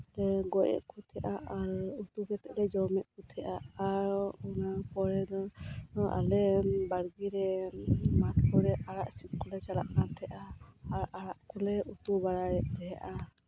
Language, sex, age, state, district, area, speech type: Santali, female, 30-45, West Bengal, Birbhum, rural, spontaneous